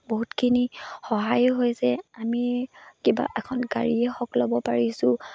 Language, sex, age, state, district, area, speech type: Assamese, female, 18-30, Assam, Charaideo, rural, spontaneous